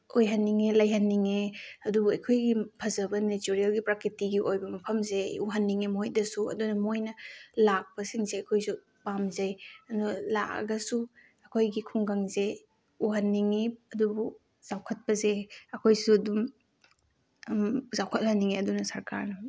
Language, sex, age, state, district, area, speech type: Manipuri, female, 18-30, Manipur, Bishnupur, rural, spontaneous